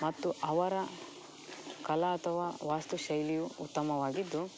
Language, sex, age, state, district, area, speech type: Kannada, male, 18-30, Karnataka, Dakshina Kannada, rural, spontaneous